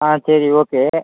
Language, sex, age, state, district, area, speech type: Tamil, male, 18-30, Tamil Nadu, Tiruchirappalli, rural, conversation